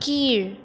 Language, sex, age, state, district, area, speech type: Tamil, female, 18-30, Tamil Nadu, Cuddalore, rural, read